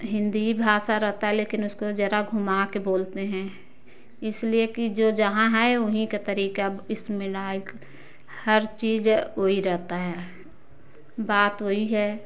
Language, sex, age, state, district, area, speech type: Hindi, female, 45-60, Uttar Pradesh, Prayagraj, rural, spontaneous